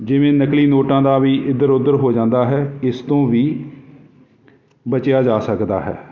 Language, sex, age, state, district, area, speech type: Punjabi, male, 45-60, Punjab, Jalandhar, urban, spontaneous